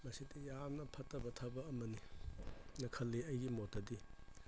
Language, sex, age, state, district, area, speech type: Manipuri, male, 60+, Manipur, Imphal East, urban, spontaneous